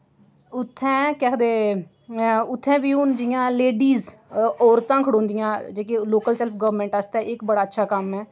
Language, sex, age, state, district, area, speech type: Dogri, female, 30-45, Jammu and Kashmir, Udhampur, urban, spontaneous